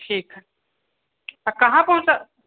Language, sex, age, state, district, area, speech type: Maithili, male, 18-30, Bihar, Sitamarhi, urban, conversation